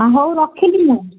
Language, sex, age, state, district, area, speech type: Odia, female, 60+, Odisha, Gajapati, rural, conversation